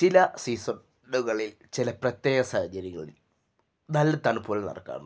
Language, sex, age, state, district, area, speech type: Malayalam, male, 45-60, Kerala, Wayanad, rural, spontaneous